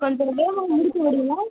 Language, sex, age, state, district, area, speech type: Tamil, female, 18-30, Tamil Nadu, Pudukkottai, rural, conversation